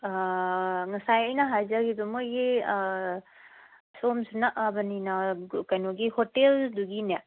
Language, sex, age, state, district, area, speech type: Manipuri, female, 30-45, Manipur, Kangpokpi, urban, conversation